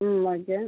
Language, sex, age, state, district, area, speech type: Tamil, female, 45-60, Tamil Nadu, Cuddalore, rural, conversation